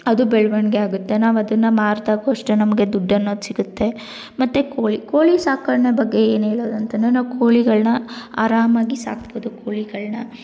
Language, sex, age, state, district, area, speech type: Kannada, female, 18-30, Karnataka, Bangalore Rural, rural, spontaneous